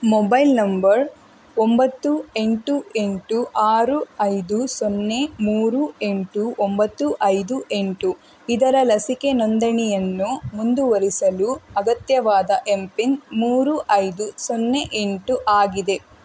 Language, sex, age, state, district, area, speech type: Kannada, female, 18-30, Karnataka, Davanagere, rural, read